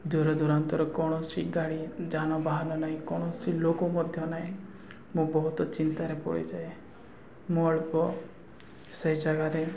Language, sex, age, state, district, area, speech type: Odia, male, 18-30, Odisha, Nabarangpur, urban, spontaneous